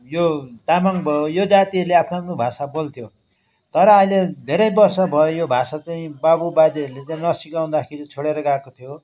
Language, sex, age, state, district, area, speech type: Nepali, male, 60+, West Bengal, Darjeeling, rural, spontaneous